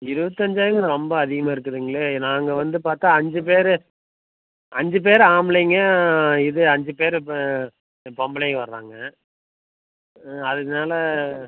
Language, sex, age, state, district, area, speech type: Tamil, male, 30-45, Tamil Nadu, Tiruppur, rural, conversation